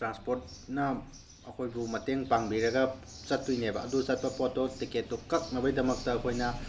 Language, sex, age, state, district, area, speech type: Manipuri, male, 30-45, Manipur, Tengnoupal, rural, spontaneous